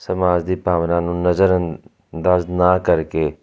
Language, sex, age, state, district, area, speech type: Punjabi, male, 30-45, Punjab, Jalandhar, urban, spontaneous